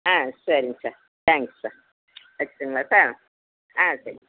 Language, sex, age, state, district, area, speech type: Tamil, female, 60+, Tamil Nadu, Kallakurichi, rural, conversation